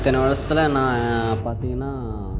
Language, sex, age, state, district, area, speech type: Tamil, male, 18-30, Tamil Nadu, Namakkal, rural, spontaneous